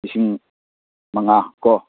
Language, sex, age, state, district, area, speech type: Manipuri, male, 18-30, Manipur, Churachandpur, rural, conversation